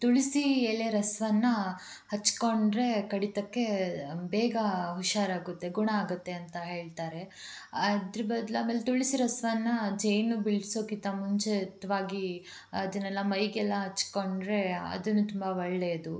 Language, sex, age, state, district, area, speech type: Kannada, female, 18-30, Karnataka, Tumkur, rural, spontaneous